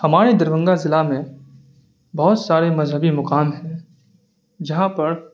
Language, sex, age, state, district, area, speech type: Urdu, male, 18-30, Bihar, Darbhanga, rural, spontaneous